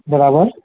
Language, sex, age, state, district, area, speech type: Gujarati, male, 45-60, Gujarat, Ahmedabad, urban, conversation